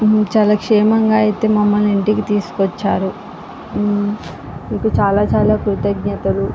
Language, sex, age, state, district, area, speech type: Telugu, female, 18-30, Andhra Pradesh, Srikakulam, rural, spontaneous